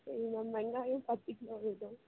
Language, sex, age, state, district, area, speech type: Tamil, female, 45-60, Tamil Nadu, Perambalur, urban, conversation